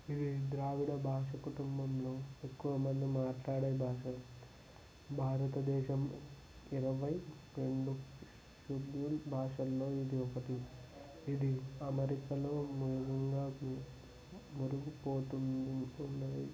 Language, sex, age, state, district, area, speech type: Telugu, male, 18-30, Telangana, Nirmal, rural, spontaneous